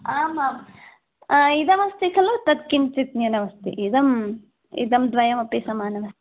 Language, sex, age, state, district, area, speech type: Sanskrit, female, 18-30, Karnataka, Hassan, urban, conversation